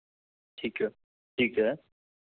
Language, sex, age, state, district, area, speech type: Hindi, male, 45-60, Madhya Pradesh, Bhopal, urban, conversation